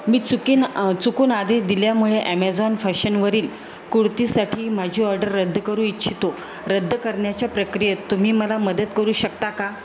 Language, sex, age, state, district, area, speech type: Marathi, female, 45-60, Maharashtra, Jalna, urban, read